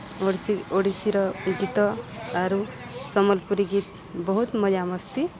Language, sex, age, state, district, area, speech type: Odia, female, 45-60, Odisha, Balangir, urban, spontaneous